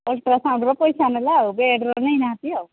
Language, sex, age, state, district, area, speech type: Odia, female, 45-60, Odisha, Angul, rural, conversation